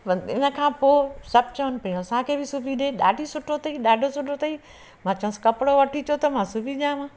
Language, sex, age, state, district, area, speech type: Sindhi, female, 60+, Madhya Pradesh, Katni, urban, spontaneous